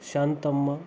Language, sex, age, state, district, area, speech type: Kannada, female, 18-30, Karnataka, Kolar, rural, spontaneous